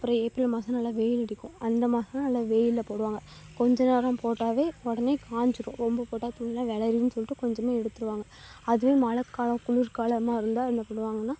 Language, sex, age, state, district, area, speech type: Tamil, female, 18-30, Tamil Nadu, Thoothukudi, rural, spontaneous